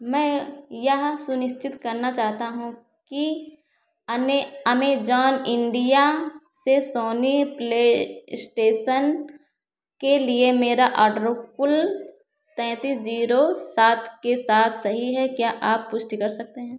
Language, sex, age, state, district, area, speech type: Hindi, female, 30-45, Uttar Pradesh, Ayodhya, rural, read